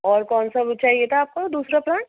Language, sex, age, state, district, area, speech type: Urdu, female, 30-45, Delhi, East Delhi, urban, conversation